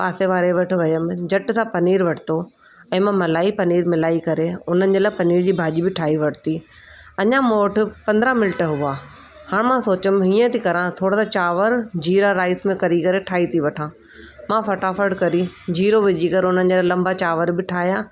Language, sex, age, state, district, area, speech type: Sindhi, female, 30-45, Delhi, South Delhi, urban, spontaneous